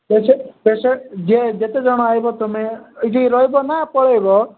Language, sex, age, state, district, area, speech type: Odia, male, 45-60, Odisha, Nabarangpur, rural, conversation